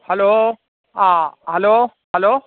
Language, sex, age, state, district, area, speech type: Malayalam, male, 30-45, Kerala, Kottayam, rural, conversation